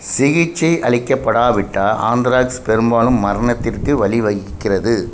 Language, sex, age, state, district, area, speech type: Tamil, male, 45-60, Tamil Nadu, Thanjavur, urban, read